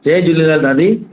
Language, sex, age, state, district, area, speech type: Sindhi, male, 45-60, Maharashtra, Mumbai Suburban, urban, conversation